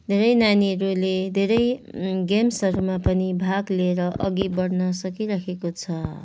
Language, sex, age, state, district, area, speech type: Nepali, female, 30-45, West Bengal, Kalimpong, rural, spontaneous